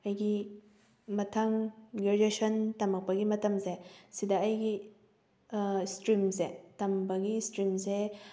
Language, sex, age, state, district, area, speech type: Manipuri, female, 18-30, Manipur, Thoubal, rural, spontaneous